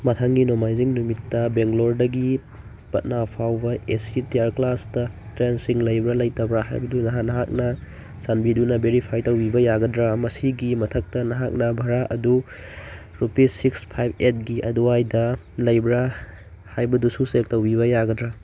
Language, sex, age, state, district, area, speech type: Manipuri, male, 18-30, Manipur, Churachandpur, rural, read